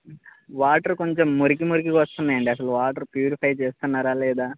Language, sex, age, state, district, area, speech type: Telugu, male, 18-30, Telangana, Khammam, urban, conversation